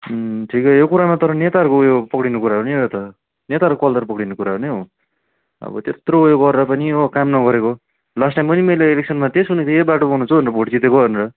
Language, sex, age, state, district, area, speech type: Nepali, male, 18-30, West Bengal, Darjeeling, rural, conversation